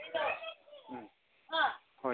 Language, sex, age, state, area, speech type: Manipuri, male, 30-45, Manipur, urban, conversation